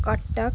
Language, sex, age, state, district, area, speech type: Odia, female, 18-30, Odisha, Jagatsinghpur, rural, spontaneous